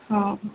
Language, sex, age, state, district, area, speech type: Odia, female, 45-60, Odisha, Sundergarh, rural, conversation